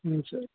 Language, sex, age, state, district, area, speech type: Urdu, male, 18-30, Bihar, Supaul, rural, conversation